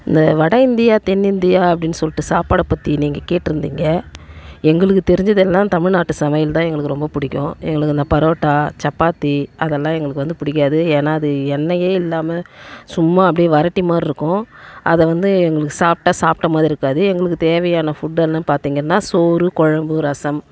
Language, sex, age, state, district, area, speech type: Tamil, female, 30-45, Tamil Nadu, Tiruvannamalai, urban, spontaneous